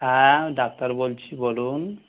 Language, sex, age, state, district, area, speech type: Bengali, male, 45-60, West Bengal, North 24 Parganas, urban, conversation